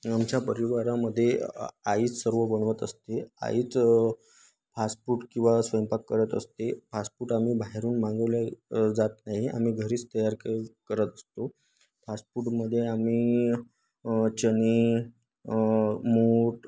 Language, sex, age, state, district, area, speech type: Marathi, male, 30-45, Maharashtra, Nagpur, urban, spontaneous